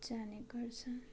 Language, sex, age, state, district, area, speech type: Nepali, female, 18-30, West Bengal, Darjeeling, rural, spontaneous